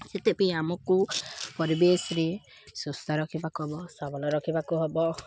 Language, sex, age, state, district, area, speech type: Odia, female, 18-30, Odisha, Balangir, urban, spontaneous